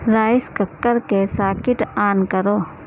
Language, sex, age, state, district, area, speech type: Urdu, female, 18-30, Uttar Pradesh, Gautam Buddha Nagar, urban, read